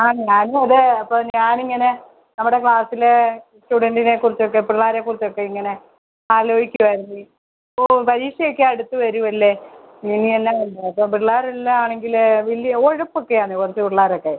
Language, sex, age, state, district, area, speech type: Malayalam, female, 45-60, Kerala, Kottayam, rural, conversation